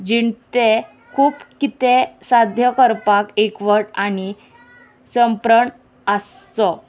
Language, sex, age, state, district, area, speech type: Goan Konkani, female, 18-30, Goa, Murmgao, urban, spontaneous